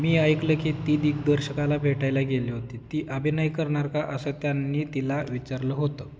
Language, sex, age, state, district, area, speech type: Marathi, male, 18-30, Maharashtra, Osmanabad, rural, read